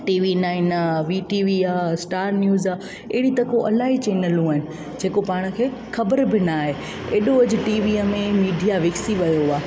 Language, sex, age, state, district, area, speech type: Sindhi, female, 18-30, Gujarat, Junagadh, rural, spontaneous